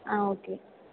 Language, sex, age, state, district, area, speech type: Tamil, female, 18-30, Tamil Nadu, Perambalur, urban, conversation